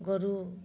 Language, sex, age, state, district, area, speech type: Odia, female, 30-45, Odisha, Mayurbhanj, rural, spontaneous